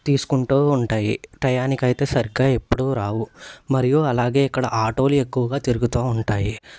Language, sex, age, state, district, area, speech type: Telugu, male, 30-45, Andhra Pradesh, Eluru, rural, spontaneous